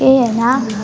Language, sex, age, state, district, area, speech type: Nepali, female, 18-30, West Bengal, Alipurduar, urban, spontaneous